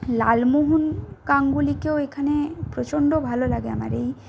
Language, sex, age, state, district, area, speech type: Bengali, other, 45-60, West Bengal, Purulia, rural, spontaneous